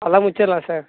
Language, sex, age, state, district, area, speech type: Tamil, male, 18-30, Tamil Nadu, Tiruvannamalai, rural, conversation